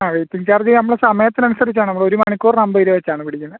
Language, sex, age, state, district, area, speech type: Malayalam, male, 30-45, Kerala, Alappuzha, rural, conversation